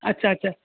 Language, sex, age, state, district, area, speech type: Bengali, male, 45-60, West Bengal, Malda, rural, conversation